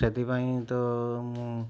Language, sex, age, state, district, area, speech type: Odia, male, 30-45, Odisha, Mayurbhanj, rural, spontaneous